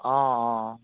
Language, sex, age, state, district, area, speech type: Assamese, male, 30-45, Assam, Golaghat, urban, conversation